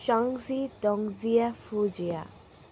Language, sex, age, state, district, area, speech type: Urdu, female, 18-30, Delhi, North East Delhi, urban, spontaneous